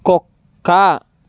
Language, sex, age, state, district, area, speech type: Telugu, male, 18-30, Andhra Pradesh, Konaseema, rural, read